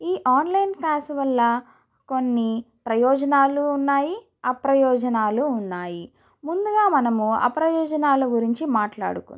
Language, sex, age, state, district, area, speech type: Telugu, female, 30-45, Andhra Pradesh, Chittoor, urban, spontaneous